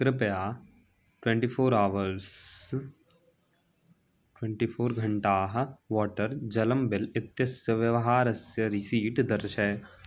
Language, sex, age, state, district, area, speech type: Sanskrit, male, 18-30, Bihar, Samastipur, rural, read